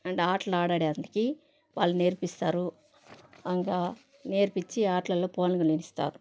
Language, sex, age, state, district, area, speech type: Telugu, female, 30-45, Andhra Pradesh, Sri Balaji, rural, spontaneous